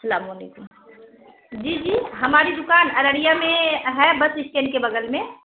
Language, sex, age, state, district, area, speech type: Urdu, female, 30-45, Bihar, Araria, rural, conversation